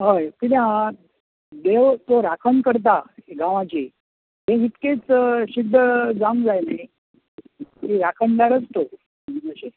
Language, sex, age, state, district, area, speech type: Goan Konkani, male, 60+, Goa, Bardez, urban, conversation